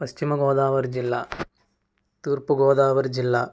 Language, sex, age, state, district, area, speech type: Telugu, male, 45-60, Andhra Pradesh, Konaseema, rural, spontaneous